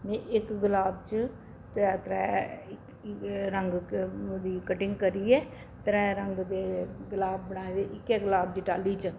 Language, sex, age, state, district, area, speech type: Dogri, female, 60+, Jammu and Kashmir, Reasi, urban, spontaneous